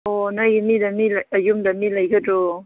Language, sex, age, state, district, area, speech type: Manipuri, female, 18-30, Manipur, Kangpokpi, urban, conversation